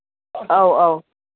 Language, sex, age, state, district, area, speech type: Manipuri, female, 45-60, Manipur, Kangpokpi, urban, conversation